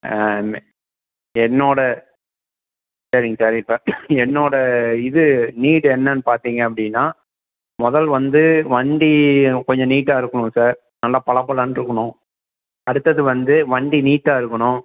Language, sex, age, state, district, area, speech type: Tamil, male, 30-45, Tamil Nadu, Salem, urban, conversation